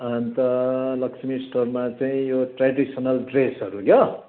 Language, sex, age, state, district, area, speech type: Nepali, male, 60+, West Bengal, Kalimpong, rural, conversation